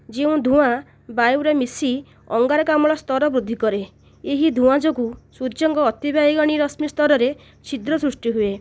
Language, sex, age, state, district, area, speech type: Odia, female, 30-45, Odisha, Nayagarh, rural, spontaneous